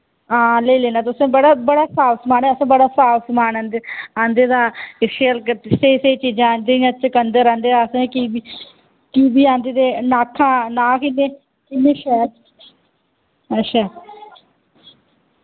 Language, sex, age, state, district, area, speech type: Dogri, female, 18-30, Jammu and Kashmir, Reasi, rural, conversation